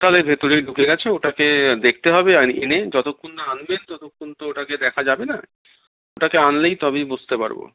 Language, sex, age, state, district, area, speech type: Bengali, male, 45-60, West Bengal, Darjeeling, rural, conversation